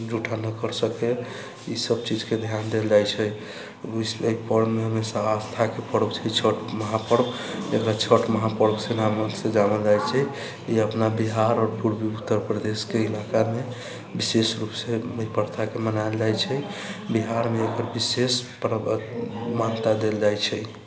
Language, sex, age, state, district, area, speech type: Maithili, male, 45-60, Bihar, Sitamarhi, rural, spontaneous